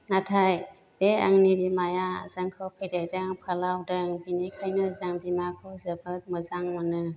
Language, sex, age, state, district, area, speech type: Bodo, female, 60+, Assam, Chirang, rural, spontaneous